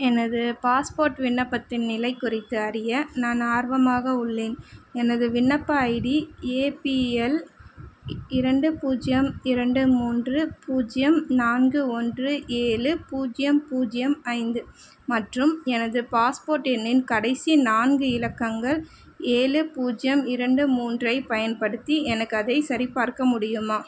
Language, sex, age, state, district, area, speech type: Tamil, female, 30-45, Tamil Nadu, Chennai, urban, read